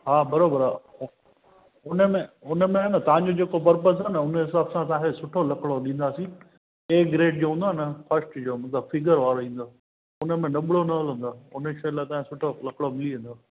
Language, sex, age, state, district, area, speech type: Sindhi, male, 45-60, Gujarat, Junagadh, rural, conversation